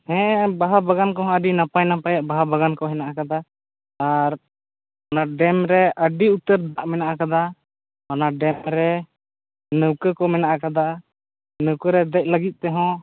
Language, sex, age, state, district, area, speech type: Santali, male, 18-30, West Bengal, Bankura, rural, conversation